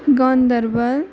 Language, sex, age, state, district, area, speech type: Kashmiri, female, 18-30, Jammu and Kashmir, Ganderbal, rural, spontaneous